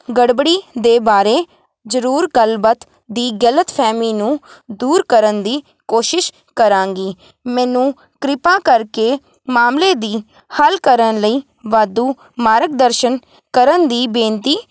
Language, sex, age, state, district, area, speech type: Punjabi, female, 18-30, Punjab, Kapurthala, rural, spontaneous